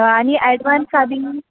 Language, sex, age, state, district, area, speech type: Marathi, female, 18-30, Maharashtra, Ratnagiri, urban, conversation